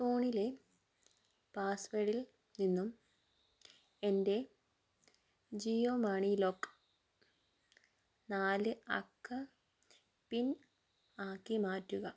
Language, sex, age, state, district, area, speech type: Malayalam, male, 45-60, Kerala, Kozhikode, urban, read